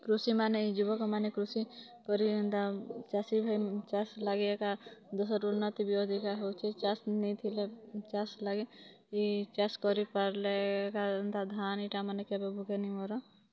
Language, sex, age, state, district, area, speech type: Odia, female, 30-45, Odisha, Kalahandi, rural, spontaneous